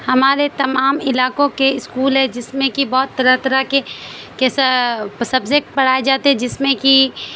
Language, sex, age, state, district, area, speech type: Urdu, female, 30-45, Bihar, Supaul, rural, spontaneous